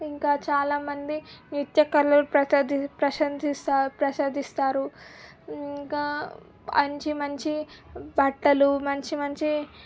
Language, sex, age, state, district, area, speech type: Telugu, female, 18-30, Telangana, Medak, rural, spontaneous